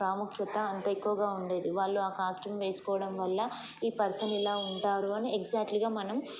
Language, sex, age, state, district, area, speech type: Telugu, female, 30-45, Telangana, Ranga Reddy, urban, spontaneous